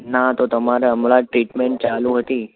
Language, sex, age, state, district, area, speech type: Gujarati, male, 18-30, Gujarat, Ahmedabad, urban, conversation